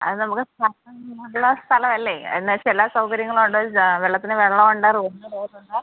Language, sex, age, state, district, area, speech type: Malayalam, female, 18-30, Kerala, Alappuzha, rural, conversation